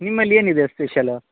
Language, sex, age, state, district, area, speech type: Kannada, male, 18-30, Karnataka, Koppal, rural, conversation